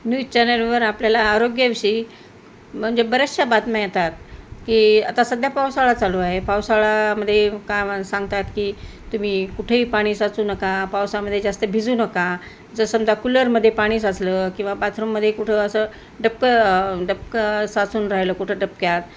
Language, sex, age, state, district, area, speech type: Marathi, female, 60+, Maharashtra, Nanded, urban, spontaneous